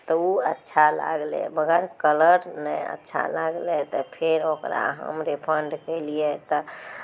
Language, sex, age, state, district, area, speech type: Maithili, female, 30-45, Bihar, Araria, rural, spontaneous